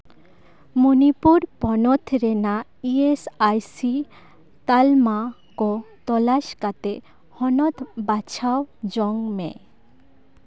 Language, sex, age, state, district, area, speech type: Santali, female, 18-30, West Bengal, Bankura, rural, read